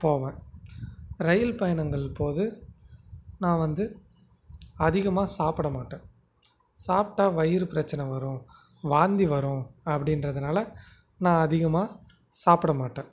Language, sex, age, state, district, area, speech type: Tamil, male, 30-45, Tamil Nadu, Nagapattinam, rural, spontaneous